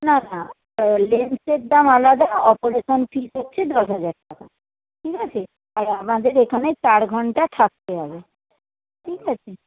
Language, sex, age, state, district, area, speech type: Bengali, female, 45-60, West Bengal, Howrah, urban, conversation